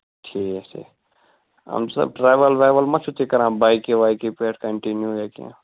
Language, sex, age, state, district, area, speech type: Kashmiri, male, 18-30, Jammu and Kashmir, Ganderbal, rural, conversation